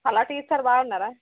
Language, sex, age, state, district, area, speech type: Telugu, female, 30-45, Telangana, Warangal, rural, conversation